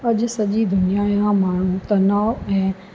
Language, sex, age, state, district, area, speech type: Sindhi, female, 45-60, Rajasthan, Ajmer, urban, spontaneous